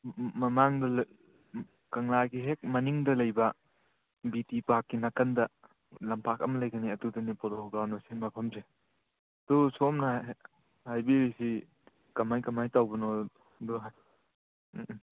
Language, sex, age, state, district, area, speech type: Manipuri, male, 18-30, Manipur, Churachandpur, rural, conversation